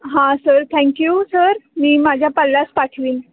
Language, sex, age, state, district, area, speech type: Marathi, female, 18-30, Maharashtra, Sangli, urban, conversation